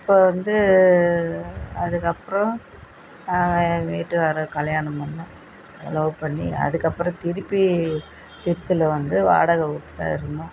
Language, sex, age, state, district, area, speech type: Tamil, female, 45-60, Tamil Nadu, Thanjavur, rural, spontaneous